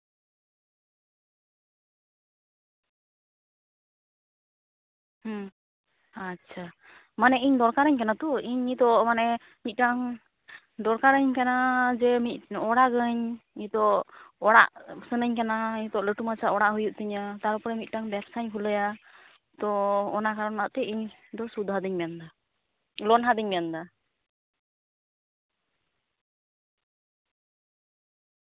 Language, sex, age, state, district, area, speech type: Santali, female, 18-30, West Bengal, Malda, rural, conversation